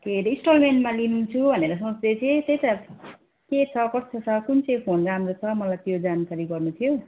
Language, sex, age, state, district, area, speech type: Nepali, female, 45-60, West Bengal, Darjeeling, rural, conversation